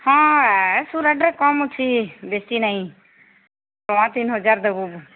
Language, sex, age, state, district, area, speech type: Odia, female, 45-60, Odisha, Sambalpur, rural, conversation